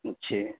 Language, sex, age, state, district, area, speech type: Urdu, male, 18-30, Uttar Pradesh, Saharanpur, urban, conversation